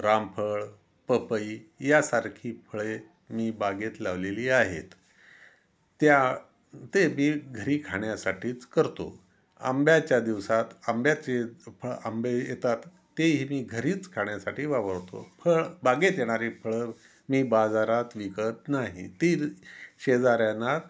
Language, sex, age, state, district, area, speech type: Marathi, male, 60+, Maharashtra, Osmanabad, rural, spontaneous